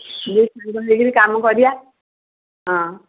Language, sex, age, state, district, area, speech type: Odia, female, 60+, Odisha, Gajapati, rural, conversation